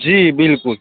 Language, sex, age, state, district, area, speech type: Hindi, male, 30-45, Bihar, Darbhanga, rural, conversation